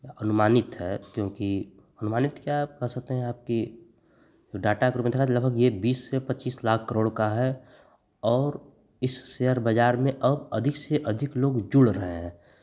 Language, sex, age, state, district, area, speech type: Hindi, male, 30-45, Uttar Pradesh, Chandauli, rural, spontaneous